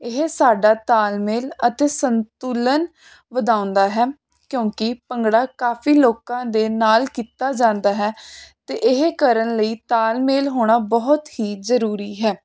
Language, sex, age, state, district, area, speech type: Punjabi, female, 18-30, Punjab, Jalandhar, urban, spontaneous